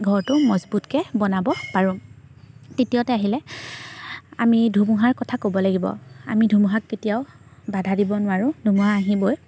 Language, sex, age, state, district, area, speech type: Assamese, female, 18-30, Assam, Majuli, urban, spontaneous